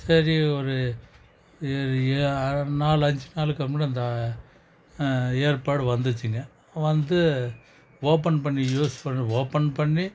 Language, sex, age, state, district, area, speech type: Tamil, male, 45-60, Tamil Nadu, Krishnagiri, rural, spontaneous